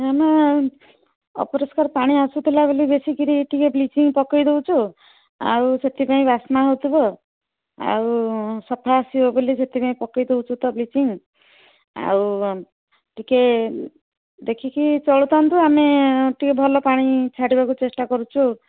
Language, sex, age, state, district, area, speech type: Odia, female, 60+, Odisha, Gajapati, rural, conversation